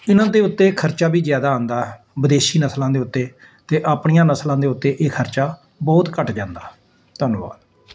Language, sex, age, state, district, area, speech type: Punjabi, male, 60+, Punjab, Ludhiana, urban, spontaneous